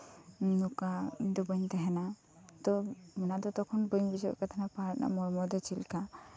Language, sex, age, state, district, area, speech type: Santali, female, 18-30, West Bengal, Birbhum, rural, spontaneous